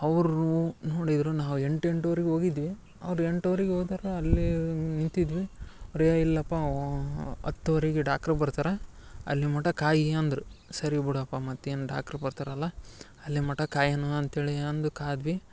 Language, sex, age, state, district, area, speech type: Kannada, male, 18-30, Karnataka, Dharwad, rural, spontaneous